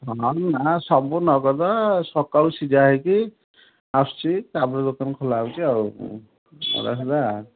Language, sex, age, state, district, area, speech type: Odia, male, 30-45, Odisha, Kendujhar, urban, conversation